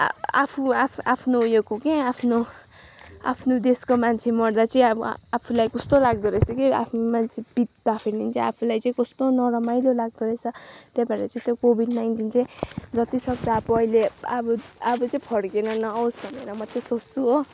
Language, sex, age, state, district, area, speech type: Nepali, female, 18-30, West Bengal, Kalimpong, rural, spontaneous